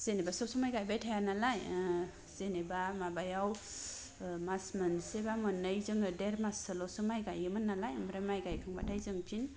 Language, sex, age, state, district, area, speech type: Bodo, female, 30-45, Assam, Kokrajhar, rural, spontaneous